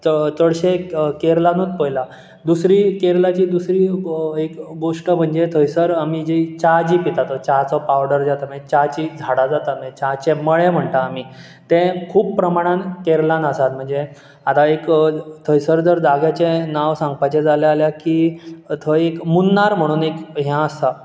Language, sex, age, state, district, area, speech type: Goan Konkani, male, 18-30, Goa, Bardez, urban, spontaneous